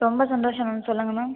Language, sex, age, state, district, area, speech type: Tamil, female, 18-30, Tamil Nadu, Viluppuram, urban, conversation